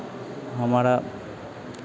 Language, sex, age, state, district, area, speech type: Hindi, male, 30-45, Bihar, Vaishali, urban, spontaneous